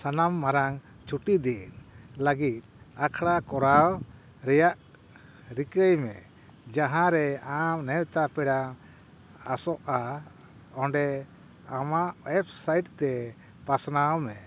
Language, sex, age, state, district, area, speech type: Santali, male, 60+, West Bengal, Paschim Bardhaman, rural, read